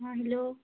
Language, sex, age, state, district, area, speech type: Odia, female, 18-30, Odisha, Subarnapur, urban, conversation